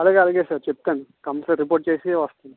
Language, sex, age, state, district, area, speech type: Telugu, male, 30-45, Andhra Pradesh, Vizianagaram, rural, conversation